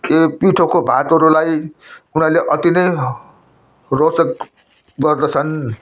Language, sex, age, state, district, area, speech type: Nepali, male, 60+, West Bengal, Jalpaiguri, urban, spontaneous